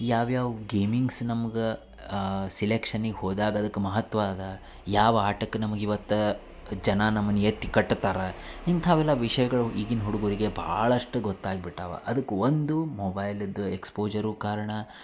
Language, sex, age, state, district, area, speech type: Kannada, male, 30-45, Karnataka, Dharwad, urban, spontaneous